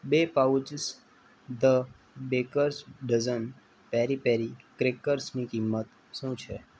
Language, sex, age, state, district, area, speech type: Gujarati, male, 18-30, Gujarat, Morbi, urban, read